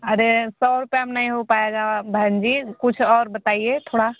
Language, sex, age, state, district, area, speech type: Hindi, female, 30-45, Uttar Pradesh, Varanasi, rural, conversation